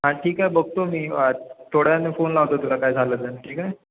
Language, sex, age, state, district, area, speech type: Marathi, male, 18-30, Maharashtra, Ratnagiri, rural, conversation